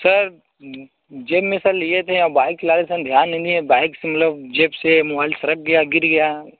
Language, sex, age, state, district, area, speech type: Hindi, male, 30-45, Uttar Pradesh, Mirzapur, rural, conversation